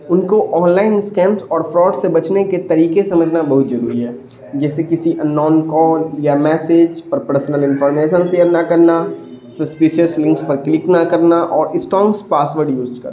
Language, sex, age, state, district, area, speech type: Urdu, male, 18-30, Bihar, Darbhanga, rural, spontaneous